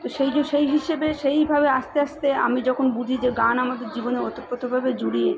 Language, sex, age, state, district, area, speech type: Bengali, female, 30-45, West Bengal, South 24 Parganas, urban, spontaneous